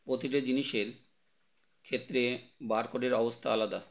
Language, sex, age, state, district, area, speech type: Bengali, male, 30-45, West Bengal, Howrah, urban, read